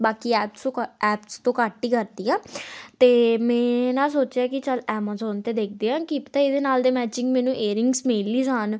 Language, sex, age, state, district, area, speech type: Punjabi, female, 18-30, Punjab, Tarn Taran, urban, spontaneous